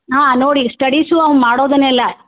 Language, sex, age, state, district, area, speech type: Kannada, female, 60+, Karnataka, Gulbarga, urban, conversation